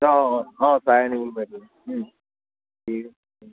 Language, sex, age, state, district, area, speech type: Assamese, male, 30-45, Assam, Sivasagar, urban, conversation